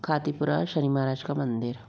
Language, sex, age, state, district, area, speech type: Hindi, female, 45-60, Rajasthan, Jaipur, urban, spontaneous